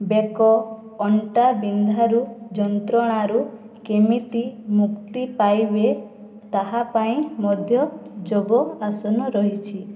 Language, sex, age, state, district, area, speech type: Odia, female, 18-30, Odisha, Boudh, rural, spontaneous